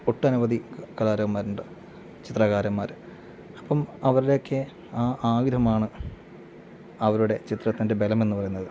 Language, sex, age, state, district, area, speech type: Malayalam, male, 30-45, Kerala, Pathanamthitta, rural, spontaneous